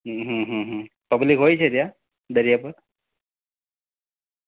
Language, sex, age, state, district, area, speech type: Gujarati, male, 30-45, Gujarat, Valsad, urban, conversation